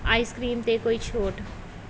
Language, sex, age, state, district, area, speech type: Punjabi, female, 18-30, Punjab, Pathankot, rural, read